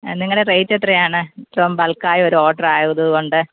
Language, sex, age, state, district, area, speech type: Malayalam, female, 30-45, Kerala, Pathanamthitta, rural, conversation